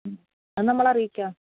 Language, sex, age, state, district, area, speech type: Malayalam, female, 30-45, Kerala, Palakkad, urban, conversation